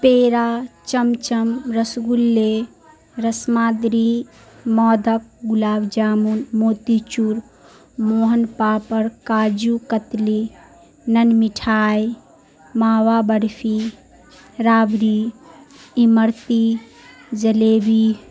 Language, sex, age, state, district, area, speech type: Urdu, female, 18-30, Bihar, Madhubani, rural, spontaneous